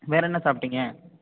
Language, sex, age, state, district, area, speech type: Tamil, male, 18-30, Tamil Nadu, Tiruppur, rural, conversation